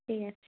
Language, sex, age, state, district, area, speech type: Bengali, female, 18-30, West Bengal, Bankura, rural, conversation